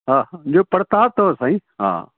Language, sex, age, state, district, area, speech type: Sindhi, male, 60+, Delhi, South Delhi, urban, conversation